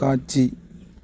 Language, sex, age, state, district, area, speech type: Tamil, male, 30-45, Tamil Nadu, Thoothukudi, rural, read